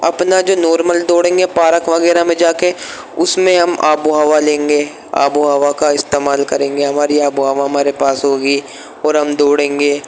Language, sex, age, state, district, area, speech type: Urdu, male, 18-30, Delhi, East Delhi, urban, spontaneous